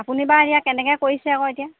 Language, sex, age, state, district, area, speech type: Assamese, female, 18-30, Assam, Lakhimpur, urban, conversation